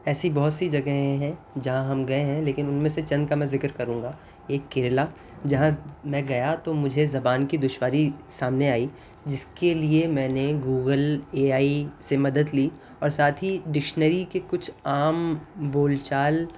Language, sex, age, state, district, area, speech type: Urdu, male, 30-45, Uttar Pradesh, Gautam Buddha Nagar, urban, spontaneous